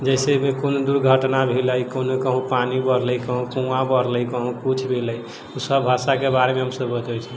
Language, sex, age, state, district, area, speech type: Maithili, male, 30-45, Bihar, Sitamarhi, urban, spontaneous